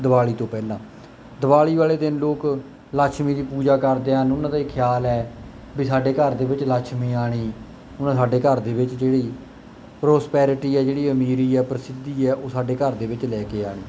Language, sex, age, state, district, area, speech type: Punjabi, male, 18-30, Punjab, Kapurthala, rural, spontaneous